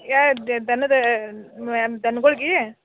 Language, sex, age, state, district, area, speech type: Kannada, female, 60+, Karnataka, Belgaum, rural, conversation